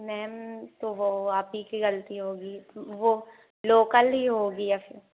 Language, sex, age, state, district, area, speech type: Hindi, female, 18-30, Madhya Pradesh, Katni, rural, conversation